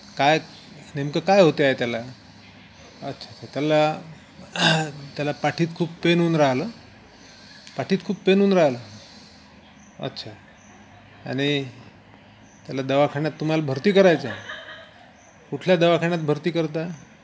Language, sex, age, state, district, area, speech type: Marathi, male, 45-60, Maharashtra, Wardha, urban, spontaneous